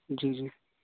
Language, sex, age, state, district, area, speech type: Hindi, male, 18-30, Uttar Pradesh, Jaunpur, urban, conversation